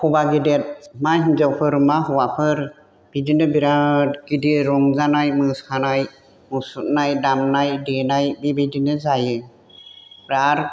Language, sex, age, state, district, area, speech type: Bodo, female, 60+, Assam, Chirang, rural, spontaneous